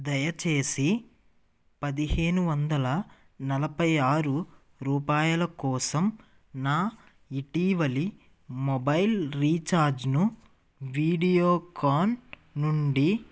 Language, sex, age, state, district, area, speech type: Telugu, male, 30-45, Andhra Pradesh, N T Rama Rao, urban, read